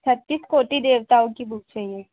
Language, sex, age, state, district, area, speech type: Hindi, female, 18-30, Madhya Pradesh, Balaghat, rural, conversation